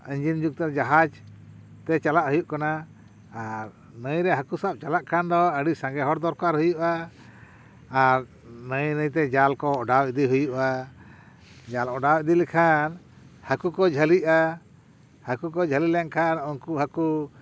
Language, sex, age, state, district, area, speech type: Santali, male, 60+, West Bengal, Paschim Bardhaman, rural, spontaneous